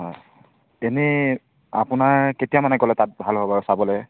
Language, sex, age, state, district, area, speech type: Assamese, male, 30-45, Assam, Biswanath, rural, conversation